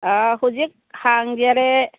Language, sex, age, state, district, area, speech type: Manipuri, female, 60+, Manipur, Churachandpur, urban, conversation